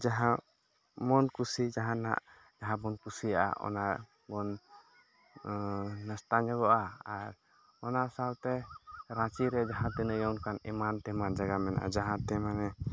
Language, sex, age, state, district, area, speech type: Santali, male, 18-30, Jharkhand, Seraikela Kharsawan, rural, spontaneous